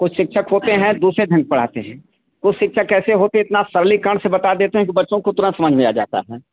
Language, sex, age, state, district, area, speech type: Hindi, male, 60+, Uttar Pradesh, Azamgarh, rural, conversation